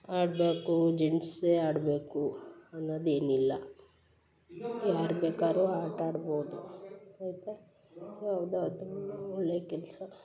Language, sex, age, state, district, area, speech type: Kannada, female, 45-60, Karnataka, Hassan, urban, spontaneous